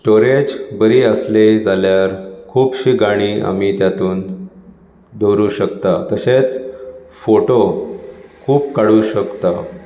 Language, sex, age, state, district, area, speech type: Goan Konkani, male, 30-45, Goa, Bardez, urban, spontaneous